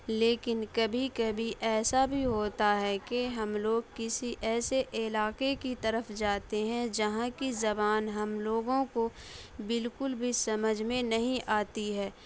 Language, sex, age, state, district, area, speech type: Urdu, female, 18-30, Bihar, Saharsa, rural, spontaneous